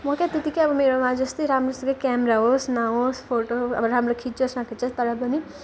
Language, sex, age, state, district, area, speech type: Nepali, female, 18-30, West Bengal, Jalpaiguri, rural, spontaneous